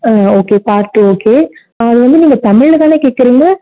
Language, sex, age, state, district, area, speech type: Tamil, female, 18-30, Tamil Nadu, Mayiladuthurai, urban, conversation